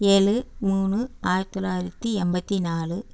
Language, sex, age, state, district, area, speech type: Tamil, female, 60+, Tamil Nadu, Erode, urban, spontaneous